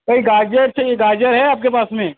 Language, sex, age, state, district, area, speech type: Urdu, male, 45-60, Maharashtra, Nashik, urban, conversation